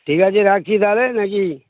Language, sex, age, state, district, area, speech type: Bengali, male, 60+, West Bengal, Hooghly, rural, conversation